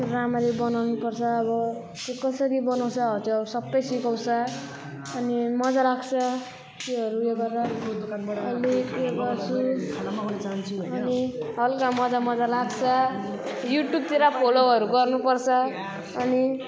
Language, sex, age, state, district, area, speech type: Nepali, male, 18-30, West Bengal, Alipurduar, urban, spontaneous